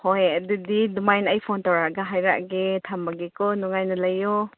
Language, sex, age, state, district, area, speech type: Manipuri, female, 45-60, Manipur, Chandel, rural, conversation